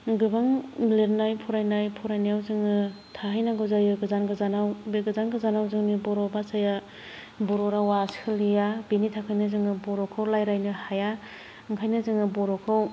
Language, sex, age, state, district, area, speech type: Bodo, female, 30-45, Assam, Kokrajhar, rural, spontaneous